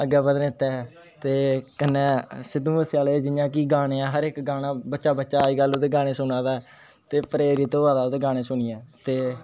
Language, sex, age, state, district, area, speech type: Dogri, male, 18-30, Jammu and Kashmir, Kathua, rural, spontaneous